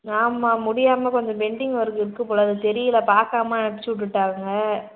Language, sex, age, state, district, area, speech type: Tamil, female, 18-30, Tamil Nadu, Pudukkottai, rural, conversation